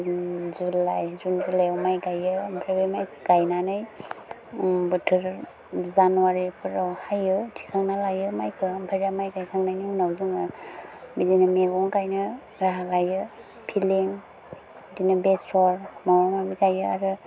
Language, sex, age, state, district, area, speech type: Bodo, female, 30-45, Assam, Udalguri, rural, spontaneous